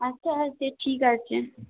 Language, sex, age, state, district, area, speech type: Bengali, female, 18-30, West Bengal, Nadia, rural, conversation